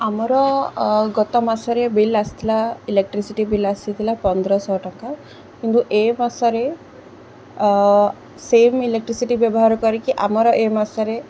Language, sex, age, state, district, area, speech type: Odia, female, 30-45, Odisha, Sundergarh, urban, spontaneous